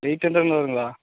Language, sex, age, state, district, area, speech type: Tamil, male, 18-30, Tamil Nadu, Dharmapuri, rural, conversation